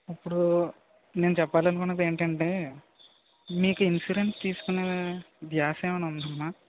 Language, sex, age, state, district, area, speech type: Telugu, male, 18-30, Andhra Pradesh, West Godavari, rural, conversation